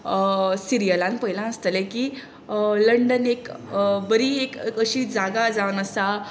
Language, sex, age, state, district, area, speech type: Goan Konkani, female, 18-30, Goa, Tiswadi, rural, spontaneous